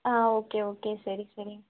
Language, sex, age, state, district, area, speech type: Tamil, female, 18-30, Tamil Nadu, Tiruppur, urban, conversation